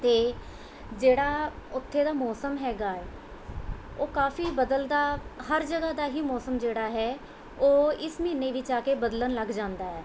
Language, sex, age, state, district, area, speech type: Punjabi, female, 30-45, Punjab, Mohali, urban, spontaneous